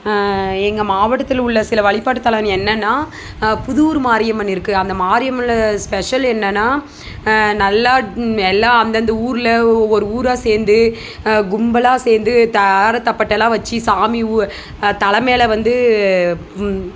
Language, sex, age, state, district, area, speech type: Tamil, female, 30-45, Tamil Nadu, Dharmapuri, rural, spontaneous